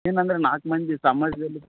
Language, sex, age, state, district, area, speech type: Kannada, male, 30-45, Karnataka, Raichur, rural, conversation